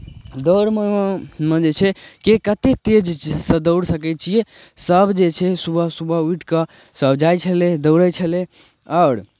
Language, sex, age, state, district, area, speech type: Maithili, male, 18-30, Bihar, Darbhanga, rural, spontaneous